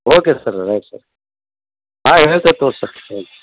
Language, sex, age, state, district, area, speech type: Kannada, male, 45-60, Karnataka, Dharwad, urban, conversation